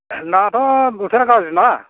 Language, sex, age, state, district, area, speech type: Bodo, male, 45-60, Assam, Kokrajhar, urban, conversation